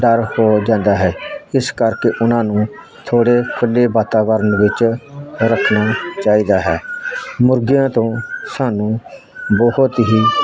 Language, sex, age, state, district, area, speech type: Punjabi, male, 60+, Punjab, Hoshiarpur, rural, spontaneous